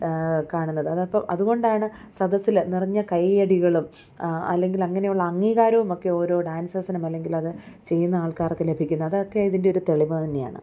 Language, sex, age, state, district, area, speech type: Malayalam, female, 30-45, Kerala, Alappuzha, rural, spontaneous